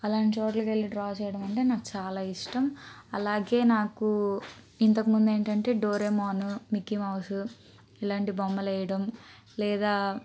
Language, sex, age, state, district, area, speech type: Telugu, female, 30-45, Andhra Pradesh, Guntur, urban, spontaneous